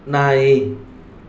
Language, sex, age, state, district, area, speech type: Kannada, male, 18-30, Karnataka, Shimoga, rural, read